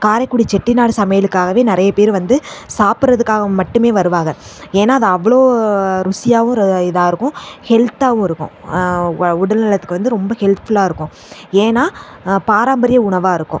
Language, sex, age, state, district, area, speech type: Tamil, female, 18-30, Tamil Nadu, Sivaganga, rural, spontaneous